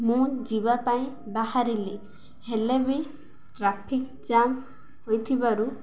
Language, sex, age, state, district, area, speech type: Odia, female, 18-30, Odisha, Ganjam, urban, spontaneous